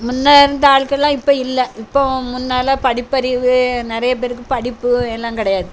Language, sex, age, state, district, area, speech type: Tamil, female, 60+, Tamil Nadu, Thoothukudi, rural, spontaneous